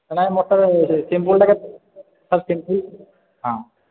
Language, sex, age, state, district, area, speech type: Odia, male, 18-30, Odisha, Khordha, rural, conversation